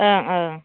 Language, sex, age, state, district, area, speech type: Bodo, female, 30-45, Assam, Baksa, rural, conversation